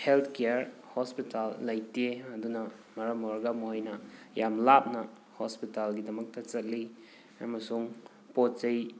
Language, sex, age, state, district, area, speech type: Manipuri, male, 30-45, Manipur, Thoubal, rural, spontaneous